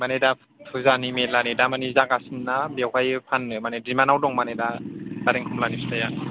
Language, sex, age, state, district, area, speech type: Bodo, male, 30-45, Assam, Chirang, urban, conversation